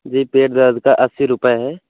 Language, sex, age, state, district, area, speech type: Hindi, male, 30-45, Uttar Pradesh, Pratapgarh, rural, conversation